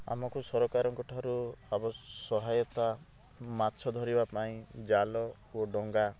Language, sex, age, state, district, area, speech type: Odia, male, 30-45, Odisha, Rayagada, rural, spontaneous